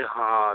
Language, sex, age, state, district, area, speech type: Marathi, male, 30-45, Maharashtra, Yavatmal, urban, conversation